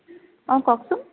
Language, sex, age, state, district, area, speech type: Assamese, female, 30-45, Assam, Dibrugarh, urban, conversation